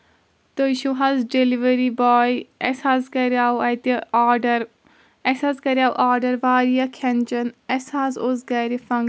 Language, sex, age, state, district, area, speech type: Kashmiri, female, 18-30, Jammu and Kashmir, Kulgam, rural, spontaneous